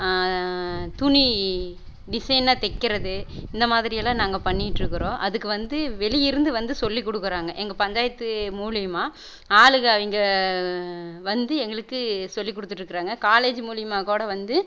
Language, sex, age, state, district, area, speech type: Tamil, female, 30-45, Tamil Nadu, Erode, rural, spontaneous